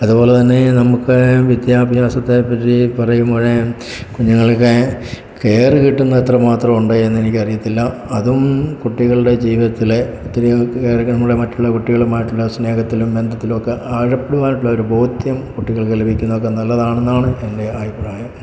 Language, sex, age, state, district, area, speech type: Malayalam, male, 60+, Kerala, Pathanamthitta, rural, spontaneous